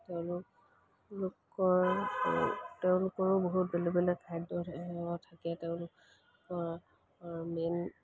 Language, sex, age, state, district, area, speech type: Assamese, female, 30-45, Assam, Kamrup Metropolitan, urban, spontaneous